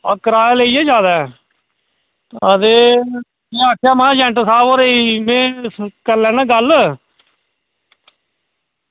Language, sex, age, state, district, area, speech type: Dogri, male, 30-45, Jammu and Kashmir, Reasi, rural, conversation